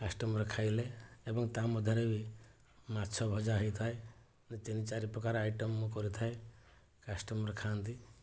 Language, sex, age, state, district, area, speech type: Odia, male, 45-60, Odisha, Balasore, rural, spontaneous